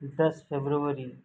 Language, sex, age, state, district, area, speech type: Urdu, male, 45-60, Telangana, Hyderabad, urban, spontaneous